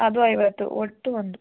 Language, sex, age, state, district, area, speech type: Kannada, female, 18-30, Karnataka, Chamarajanagar, rural, conversation